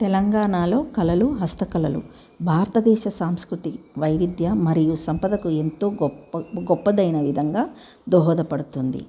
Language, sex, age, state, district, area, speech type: Telugu, female, 60+, Telangana, Medchal, urban, spontaneous